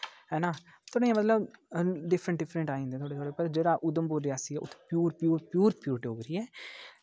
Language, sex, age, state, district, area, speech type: Dogri, male, 18-30, Jammu and Kashmir, Kathua, rural, spontaneous